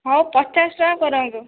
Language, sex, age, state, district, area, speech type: Odia, female, 18-30, Odisha, Balasore, rural, conversation